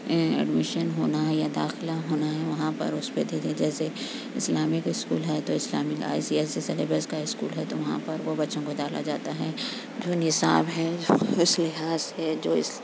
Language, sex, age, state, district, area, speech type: Urdu, female, 60+, Telangana, Hyderabad, urban, spontaneous